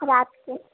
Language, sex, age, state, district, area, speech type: Maithili, female, 18-30, Bihar, Sitamarhi, rural, conversation